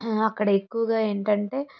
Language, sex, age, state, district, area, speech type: Telugu, female, 30-45, Andhra Pradesh, Guntur, rural, spontaneous